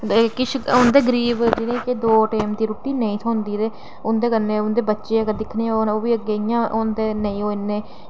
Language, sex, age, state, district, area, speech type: Dogri, female, 18-30, Jammu and Kashmir, Reasi, rural, spontaneous